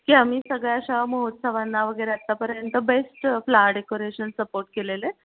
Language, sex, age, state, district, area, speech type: Marathi, female, 45-60, Maharashtra, Pune, urban, conversation